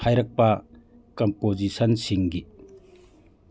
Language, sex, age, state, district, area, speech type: Manipuri, male, 45-60, Manipur, Churachandpur, urban, read